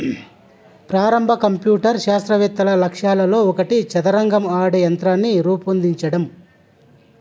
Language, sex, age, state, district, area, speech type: Telugu, male, 30-45, Telangana, Hyderabad, rural, read